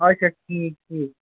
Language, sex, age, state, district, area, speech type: Kashmiri, male, 45-60, Jammu and Kashmir, Srinagar, urban, conversation